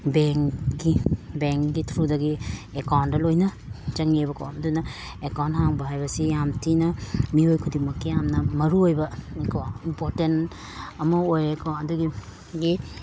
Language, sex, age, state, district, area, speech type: Manipuri, female, 30-45, Manipur, Imphal East, urban, spontaneous